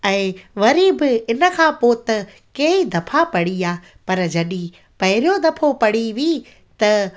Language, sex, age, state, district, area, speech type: Sindhi, female, 30-45, Gujarat, Junagadh, rural, spontaneous